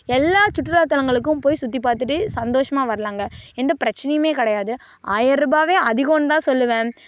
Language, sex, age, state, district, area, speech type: Tamil, female, 18-30, Tamil Nadu, Karur, rural, spontaneous